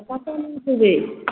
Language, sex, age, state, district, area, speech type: Maithili, female, 30-45, Bihar, Darbhanga, rural, conversation